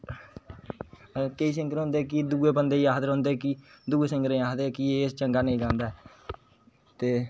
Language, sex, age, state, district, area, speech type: Dogri, male, 18-30, Jammu and Kashmir, Kathua, rural, spontaneous